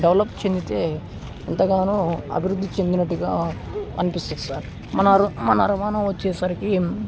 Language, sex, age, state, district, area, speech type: Telugu, male, 18-30, Telangana, Khammam, urban, spontaneous